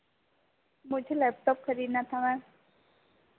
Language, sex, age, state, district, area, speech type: Hindi, female, 18-30, Madhya Pradesh, Chhindwara, urban, conversation